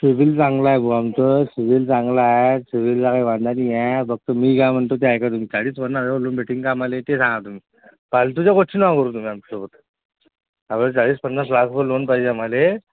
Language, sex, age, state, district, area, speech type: Marathi, male, 30-45, Maharashtra, Akola, rural, conversation